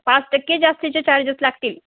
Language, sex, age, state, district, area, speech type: Marathi, female, 30-45, Maharashtra, Osmanabad, rural, conversation